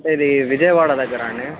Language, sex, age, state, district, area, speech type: Telugu, male, 30-45, Andhra Pradesh, N T Rama Rao, urban, conversation